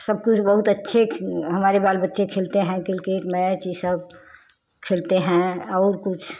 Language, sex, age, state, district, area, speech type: Hindi, female, 60+, Uttar Pradesh, Chandauli, rural, spontaneous